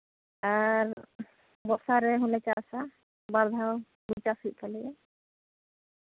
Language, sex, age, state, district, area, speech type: Santali, female, 30-45, West Bengal, Bankura, rural, conversation